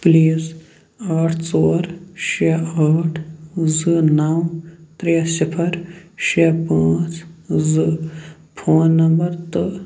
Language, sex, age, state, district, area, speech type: Kashmiri, male, 18-30, Jammu and Kashmir, Shopian, urban, read